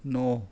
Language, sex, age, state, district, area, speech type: Punjabi, male, 30-45, Punjab, Rupnagar, rural, read